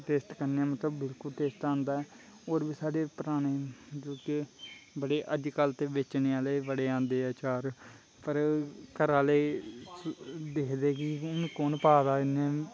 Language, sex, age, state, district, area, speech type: Dogri, male, 18-30, Jammu and Kashmir, Kathua, rural, spontaneous